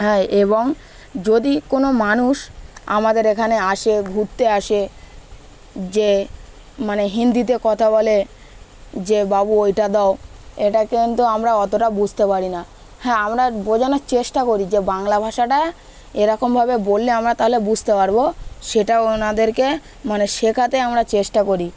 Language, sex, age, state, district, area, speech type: Bengali, male, 18-30, West Bengal, Dakshin Dinajpur, urban, spontaneous